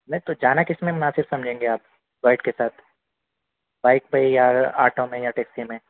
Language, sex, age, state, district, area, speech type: Urdu, male, 45-60, Telangana, Hyderabad, urban, conversation